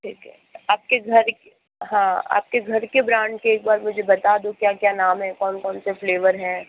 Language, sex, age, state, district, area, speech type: Hindi, female, 45-60, Rajasthan, Jodhpur, urban, conversation